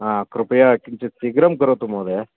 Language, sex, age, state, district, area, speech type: Sanskrit, male, 45-60, Karnataka, Vijayapura, urban, conversation